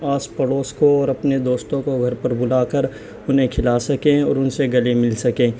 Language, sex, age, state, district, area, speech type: Urdu, male, 18-30, Delhi, East Delhi, urban, spontaneous